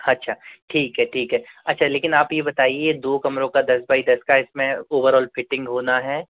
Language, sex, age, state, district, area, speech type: Hindi, male, 45-60, Madhya Pradesh, Bhopal, urban, conversation